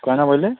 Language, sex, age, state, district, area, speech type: Odia, male, 18-30, Odisha, Subarnapur, urban, conversation